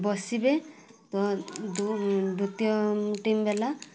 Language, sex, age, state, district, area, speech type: Odia, female, 18-30, Odisha, Mayurbhanj, rural, spontaneous